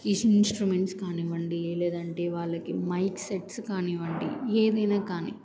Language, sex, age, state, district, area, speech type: Telugu, female, 18-30, Andhra Pradesh, Bapatla, rural, spontaneous